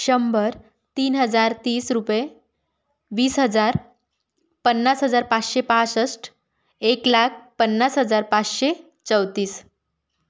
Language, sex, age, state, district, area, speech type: Marathi, female, 18-30, Maharashtra, Wardha, urban, spontaneous